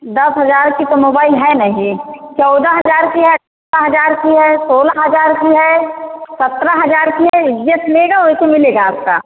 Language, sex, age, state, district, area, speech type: Hindi, female, 45-60, Uttar Pradesh, Ayodhya, rural, conversation